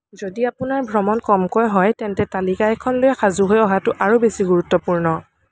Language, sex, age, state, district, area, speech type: Assamese, female, 18-30, Assam, Kamrup Metropolitan, urban, read